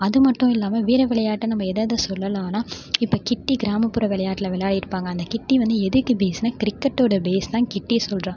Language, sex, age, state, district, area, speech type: Tamil, female, 30-45, Tamil Nadu, Mayiladuthurai, rural, spontaneous